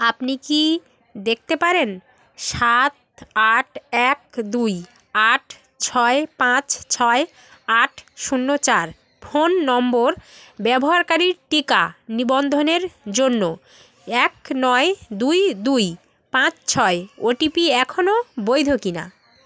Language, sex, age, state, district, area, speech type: Bengali, female, 30-45, West Bengal, South 24 Parganas, rural, read